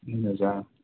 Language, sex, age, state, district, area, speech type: Kashmiri, male, 18-30, Jammu and Kashmir, Ganderbal, rural, conversation